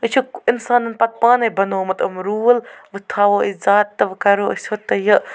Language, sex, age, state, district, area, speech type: Kashmiri, female, 30-45, Jammu and Kashmir, Baramulla, rural, spontaneous